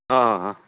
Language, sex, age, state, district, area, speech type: Nepali, male, 18-30, West Bengal, Darjeeling, rural, conversation